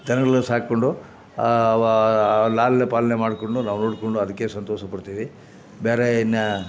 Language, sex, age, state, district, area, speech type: Kannada, male, 60+, Karnataka, Chamarajanagar, rural, spontaneous